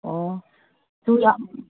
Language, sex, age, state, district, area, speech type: Manipuri, female, 60+, Manipur, Kangpokpi, urban, conversation